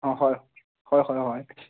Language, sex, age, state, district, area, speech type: Assamese, male, 18-30, Assam, Nagaon, rural, conversation